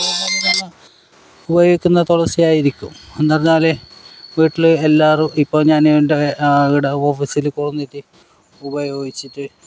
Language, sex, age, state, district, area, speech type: Malayalam, male, 45-60, Kerala, Kasaragod, rural, spontaneous